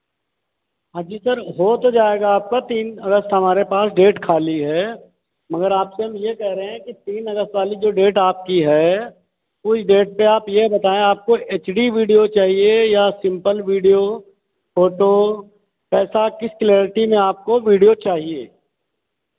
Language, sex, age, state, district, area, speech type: Hindi, male, 45-60, Uttar Pradesh, Hardoi, rural, conversation